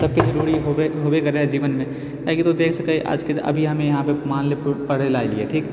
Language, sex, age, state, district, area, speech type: Maithili, male, 30-45, Bihar, Purnia, rural, spontaneous